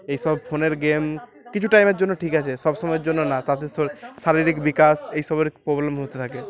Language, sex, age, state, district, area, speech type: Bengali, male, 18-30, West Bengal, Uttar Dinajpur, urban, spontaneous